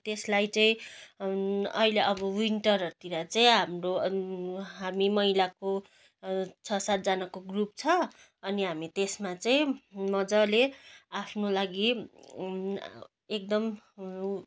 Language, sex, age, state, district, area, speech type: Nepali, female, 30-45, West Bengal, Jalpaiguri, urban, spontaneous